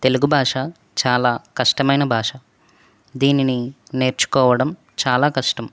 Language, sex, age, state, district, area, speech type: Telugu, male, 45-60, Andhra Pradesh, West Godavari, rural, spontaneous